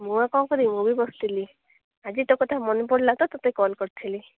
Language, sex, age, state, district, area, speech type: Odia, female, 18-30, Odisha, Koraput, urban, conversation